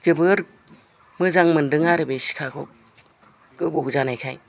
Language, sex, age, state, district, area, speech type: Bodo, female, 60+, Assam, Udalguri, rural, spontaneous